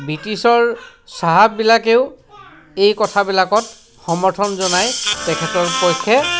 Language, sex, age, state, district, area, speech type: Assamese, male, 45-60, Assam, Dhemaji, rural, spontaneous